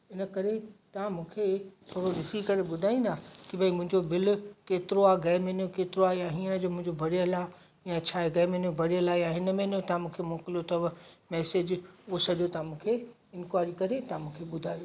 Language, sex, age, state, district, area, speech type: Sindhi, female, 60+, Gujarat, Kutch, urban, spontaneous